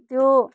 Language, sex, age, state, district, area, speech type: Nepali, female, 30-45, West Bengal, Kalimpong, rural, spontaneous